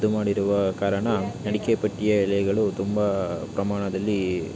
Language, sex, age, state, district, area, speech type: Kannada, male, 18-30, Karnataka, Tumkur, rural, spontaneous